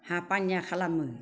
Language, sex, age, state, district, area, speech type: Bodo, female, 60+, Assam, Baksa, urban, spontaneous